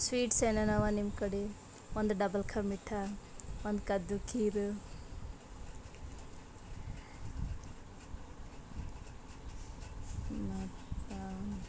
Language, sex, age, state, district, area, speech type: Kannada, female, 30-45, Karnataka, Bidar, urban, spontaneous